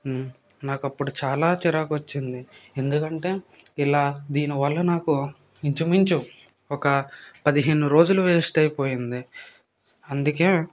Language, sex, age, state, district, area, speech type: Telugu, male, 18-30, Andhra Pradesh, Kakinada, rural, spontaneous